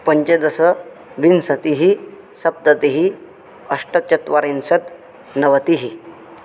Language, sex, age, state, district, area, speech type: Sanskrit, male, 18-30, Odisha, Bargarh, rural, spontaneous